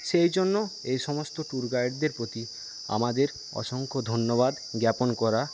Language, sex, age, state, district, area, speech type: Bengali, male, 60+, West Bengal, Paschim Medinipur, rural, spontaneous